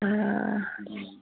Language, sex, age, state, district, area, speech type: Manipuri, female, 30-45, Manipur, Kangpokpi, urban, conversation